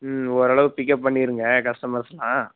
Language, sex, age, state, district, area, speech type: Tamil, male, 18-30, Tamil Nadu, Perambalur, rural, conversation